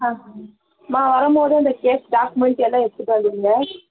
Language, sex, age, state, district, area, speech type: Tamil, female, 18-30, Tamil Nadu, Nilgiris, rural, conversation